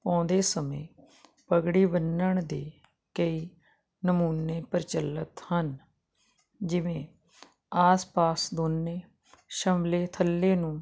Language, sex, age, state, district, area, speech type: Punjabi, female, 45-60, Punjab, Jalandhar, rural, spontaneous